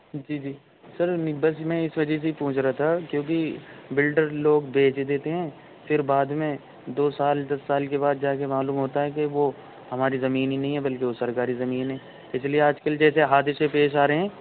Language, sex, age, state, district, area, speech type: Urdu, male, 18-30, Uttar Pradesh, Saharanpur, urban, conversation